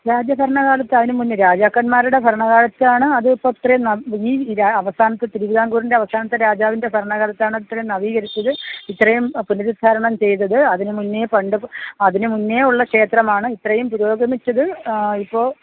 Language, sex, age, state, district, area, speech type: Malayalam, female, 45-60, Kerala, Kollam, rural, conversation